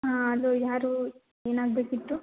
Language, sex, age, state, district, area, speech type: Kannada, female, 18-30, Karnataka, Chitradurga, rural, conversation